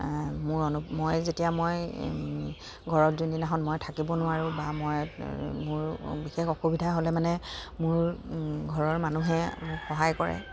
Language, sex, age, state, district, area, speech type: Assamese, female, 30-45, Assam, Dibrugarh, rural, spontaneous